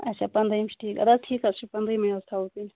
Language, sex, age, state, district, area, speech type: Kashmiri, female, 18-30, Jammu and Kashmir, Budgam, rural, conversation